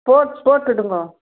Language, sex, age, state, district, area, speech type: Tamil, female, 60+, Tamil Nadu, Erode, rural, conversation